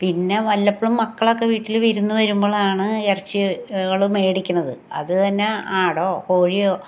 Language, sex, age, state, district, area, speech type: Malayalam, female, 60+, Kerala, Ernakulam, rural, spontaneous